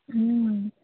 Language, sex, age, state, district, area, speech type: Marathi, female, 30-45, Maharashtra, Hingoli, urban, conversation